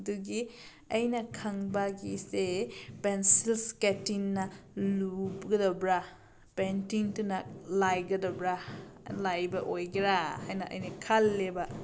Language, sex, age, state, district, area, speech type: Manipuri, female, 30-45, Manipur, Senapati, rural, spontaneous